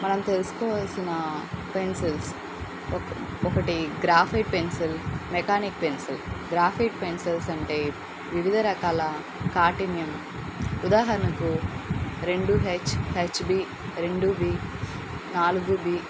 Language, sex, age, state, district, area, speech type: Telugu, female, 30-45, Andhra Pradesh, Nandyal, urban, spontaneous